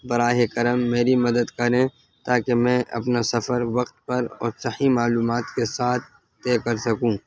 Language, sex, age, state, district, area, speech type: Urdu, male, 18-30, Delhi, North East Delhi, urban, spontaneous